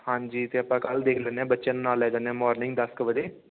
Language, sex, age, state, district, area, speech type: Punjabi, male, 18-30, Punjab, Fatehgarh Sahib, rural, conversation